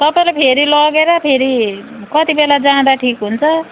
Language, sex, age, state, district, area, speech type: Nepali, female, 45-60, West Bengal, Jalpaiguri, urban, conversation